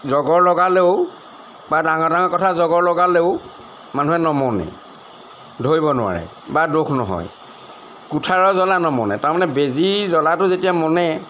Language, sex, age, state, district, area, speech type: Assamese, male, 60+, Assam, Golaghat, urban, spontaneous